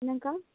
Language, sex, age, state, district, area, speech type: Tamil, female, 18-30, Tamil Nadu, Namakkal, rural, conversation